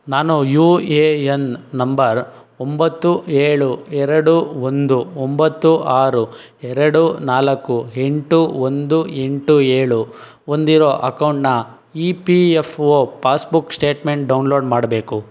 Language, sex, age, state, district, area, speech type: Kannada, male, 45-60, Karnataka, Chikkaballapur, rural, read